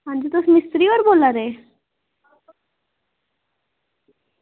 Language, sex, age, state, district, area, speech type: Dogri, female, 18-30, Jammu and Kashmir, Samba, rural, conversation